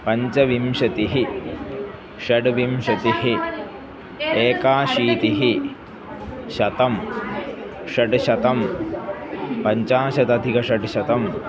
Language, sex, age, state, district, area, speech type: Sanskrit, male, 30-45, Kerala, Kozhikode, urban, spontaneous